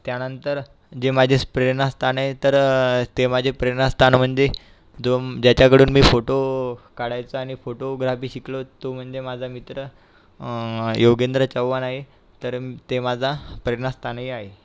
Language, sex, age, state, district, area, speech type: Marathi, male, 18-30, Maharashtra, Buldhana, urban, spontaneous